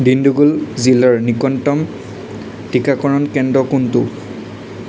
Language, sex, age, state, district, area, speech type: Assamese, male, 18-30, Assam, Nagaon, rural, read